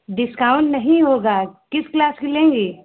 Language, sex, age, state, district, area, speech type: Hindi, female, 30-45, Uttar Pradesh, Hardoi, rural, conversation